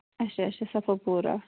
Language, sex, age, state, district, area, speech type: Kashmiri, female, 18-30, Jammu and Kashmir, Ganderbal, rural, conversation